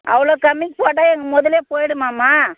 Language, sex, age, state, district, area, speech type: Tamil, female, 45-60, Tamil Nadu, Tirupattur, rural, conversation